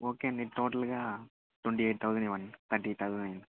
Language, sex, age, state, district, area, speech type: Telugu, male, 18-30, Andhra Pradesh, Annamaya, rural, conversation